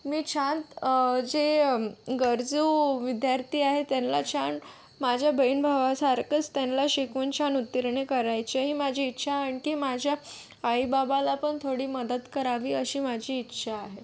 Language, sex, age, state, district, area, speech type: Marathi, female, 30-45, Maharashtra, Yavatmal, rural, spontaneous